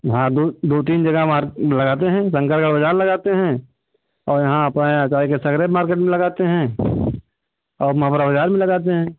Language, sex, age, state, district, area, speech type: Hindi, male, 60+, Uttar Pradesh, Ayodhya, rural, conversation